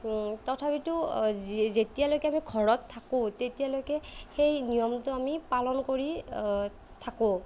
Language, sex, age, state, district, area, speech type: Assamese, female, 30-45, Assam, Nagaon, rural, spontaneous